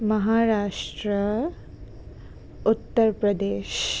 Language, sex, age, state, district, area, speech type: Assamese, female, 18-30, Assam, Nagaon, rural, spontaneous